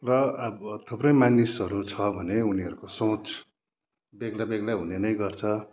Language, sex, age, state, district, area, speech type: Nepali, male, 30-45, West Bengal, Kalimpong, rural, spontaneous